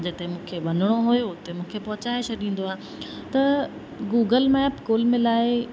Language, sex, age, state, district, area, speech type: Sindhi, female, 30-45, Madhya Pradesh, Katni, rural, spontaneous